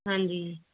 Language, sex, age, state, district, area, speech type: Punjabi, female, 18-30, Punjab, Moga, rural, conversation